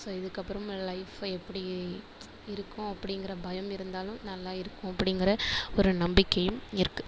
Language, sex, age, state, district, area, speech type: Tamil, female, 18-30, Tamil Nadu, Nagapattinam, rural, spontaneous